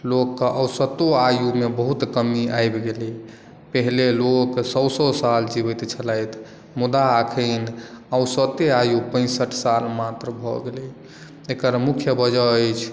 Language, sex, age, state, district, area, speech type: Maithili, male, 18-30, Bihar, Madhubani, rural, spontaneous